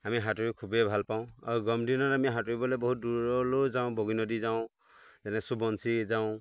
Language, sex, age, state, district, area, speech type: Assamese, male, 30-45, Assam, Lakhimpur, urban, spontaneous